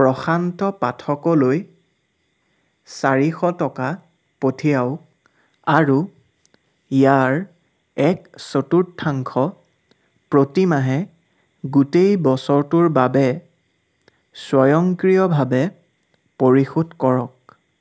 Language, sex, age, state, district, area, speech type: Assamese, male, 18-30, Assam, Sivasagar, rural, read